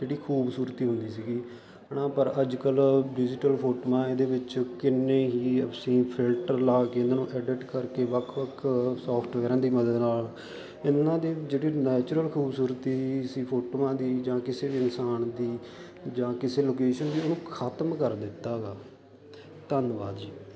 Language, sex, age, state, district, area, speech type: Punjabi, male, 18-30, Punjab, Faridkot, rural, spontaneous